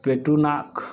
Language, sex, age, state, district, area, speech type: Odia, male, 18-30, Odisha, Bargarh, rural, spontaneous